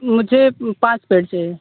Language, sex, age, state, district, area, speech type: Hindi, male, 30-45, Uttar Pradesh, Mau, rural, conversation